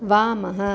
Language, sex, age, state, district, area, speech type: Sanskrit, female, 45-60, Tamil Nadu, Kanyakumari, urban, read